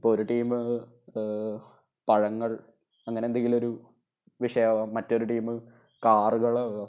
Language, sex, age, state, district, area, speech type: Malayalam, male, 18-30, Kerala, Thrissur, urban, spontaneous